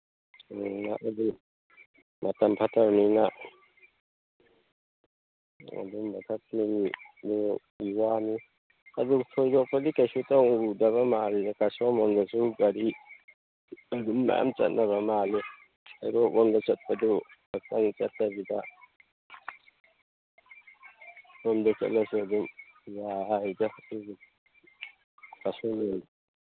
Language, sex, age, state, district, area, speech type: Manipuri, male, 30-45, Manipur, Thoubal, rural, conversation